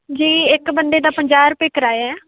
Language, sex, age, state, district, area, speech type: Punjabi, female, 18-30, Punjab, Fazilka, rural, conversation